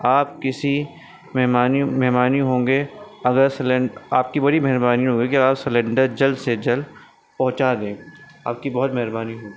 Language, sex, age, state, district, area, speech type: Urdu, male, 30-45, Delhi, North East Delhi, urban, spontaneous